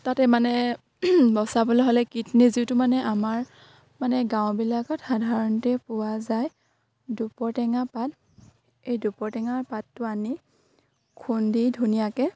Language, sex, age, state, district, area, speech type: Assamese, female, 18-30, Assam, Sivasagar, rural, spontaneous